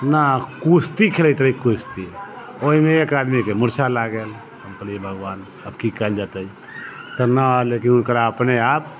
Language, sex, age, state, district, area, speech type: Maithili, male, 45-60, Bihar, Sitamarhi, rural, spontaneous